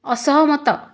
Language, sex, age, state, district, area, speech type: Odia, female, 60+, Odisha, Kandhamal, rural, read